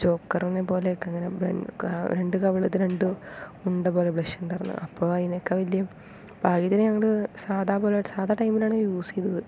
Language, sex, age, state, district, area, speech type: Malayalam, female, 18-30, Kerala, Palakkad, rural, spontaneous